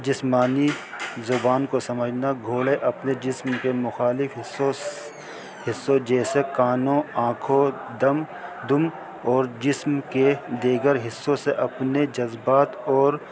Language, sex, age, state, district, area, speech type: Urdu, male, 45-60, Delhi, North East Delhi, urban, spontaneous